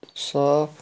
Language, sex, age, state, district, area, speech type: Kashmiri, male, 30-45, Jammu and Kashmir, Bandipora, rural, spontaneous